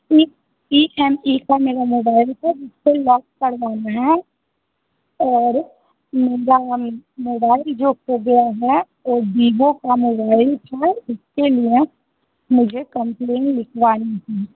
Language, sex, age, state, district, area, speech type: Hindi, female, 30-45, Bihar, Muzaffarpur, rural, conversation